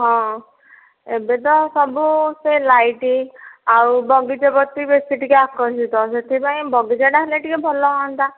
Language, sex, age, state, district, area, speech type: Odia, female, 18-30, Odisha, Nayagarh, rural, conversation